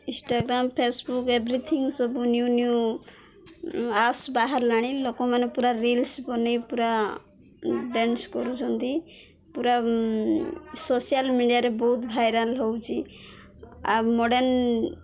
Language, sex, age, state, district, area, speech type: Odia, female, 18-30, Odisha, Koraput, urban, spontaneous